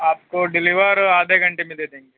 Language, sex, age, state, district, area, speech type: Urdu, male, 30-45, Uttar Pradesh, Mau, urban, conversation